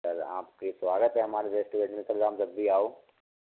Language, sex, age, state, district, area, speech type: Hindi, male, 18-30, Rajasthan, Karauli, rural, conversation